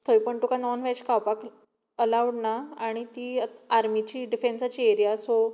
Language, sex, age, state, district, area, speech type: Goan Konkani, female, 18-30, Goa, Tiswadi, rural, spontaneous